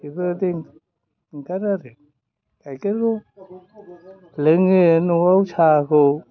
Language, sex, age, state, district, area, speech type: Bodo, male, 60+, Assam, Udalguri, rural, spontaneous